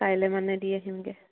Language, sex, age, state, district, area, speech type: Assamese, female, 18-30, Assam, Dhemaji, rural, conversation